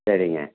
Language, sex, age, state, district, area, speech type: Tamil, male, 60+, Tamil Nadu, Tiruppur, rural, conversation